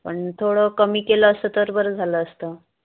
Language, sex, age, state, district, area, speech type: Marathi, female, 30-45, Maharashtra, Wardha, rural, conversation